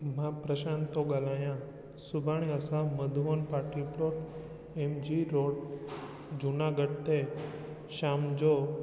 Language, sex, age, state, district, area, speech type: Sindhi, male, 18-30, Gujarat, Junagadh, urban, spontaneous